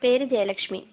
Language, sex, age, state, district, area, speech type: Malayalam, female, 18-30, Kerala, Idukki, rural, conversation